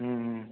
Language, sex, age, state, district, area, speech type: Tamil, male, 30-45, Tamil Nadu, Viluppuram, rural, conversation